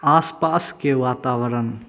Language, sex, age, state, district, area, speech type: Maithili, male, 18-30, Bihar, Saharsa, rural, read